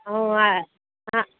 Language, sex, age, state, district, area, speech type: Telugu, female, 30-45, Andhra Pradesh, East Godavari, rural, conversation